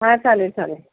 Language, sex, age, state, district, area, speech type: Marathi, female, 45-60, Maharashtra, Mumbai Suburban, urban, conversation